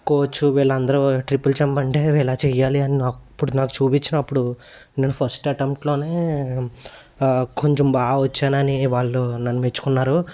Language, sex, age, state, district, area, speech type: Telugu, male, 30-45, Andhra Pradesh, Eluru, rural, spontaneous